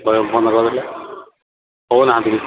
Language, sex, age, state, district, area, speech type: Odia, male, 60+, Odisha, Sundergarh, urban, conversation